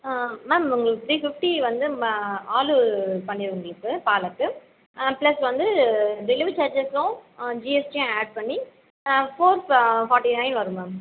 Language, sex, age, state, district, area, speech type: Tamil, female, 30-45, Tamil Nadu, Ranipet, rural, conversation